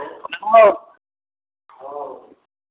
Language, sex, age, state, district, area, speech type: Maithili, male, 60+, Bihar, Madhepura, rural, conversation